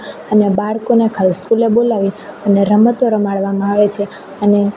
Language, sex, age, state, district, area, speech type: Gujarati, female, 18-30, Gujarat, Rajkot, rural, spontaneous